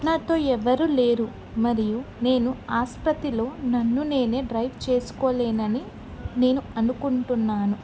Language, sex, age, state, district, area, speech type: Telugu, female, 18-30, Telangana, Kamareddy, urban, spontaneous